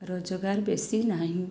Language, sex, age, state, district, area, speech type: Odia, female, 18-30, Odisha, Sundergarh, urban, spontaneous